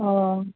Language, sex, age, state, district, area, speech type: Bengali, female, 60+, West Bengal, Kolkata, urban, conversation